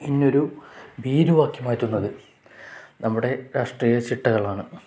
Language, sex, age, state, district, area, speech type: Malayalam, male, 18-30, Kerala, Kozhikode, rural, spontaneous